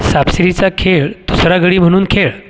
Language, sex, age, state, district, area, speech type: Marathi, male, 45-60, Maharashtra, Buldhana, urban, read